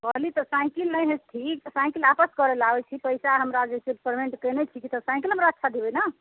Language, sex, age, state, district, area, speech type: Maithili, female, 30-45, Bihar, Samastipur, rural, conversation